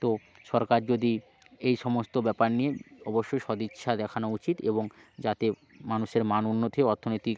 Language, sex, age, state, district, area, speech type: Bengali, male, 45-60, West Bengal, Hooghly, urban, spontaneous